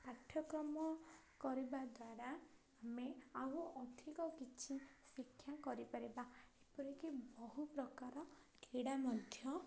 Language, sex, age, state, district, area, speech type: Odia, female, 18-30, Odisha, Ganjam, urban, spontaneous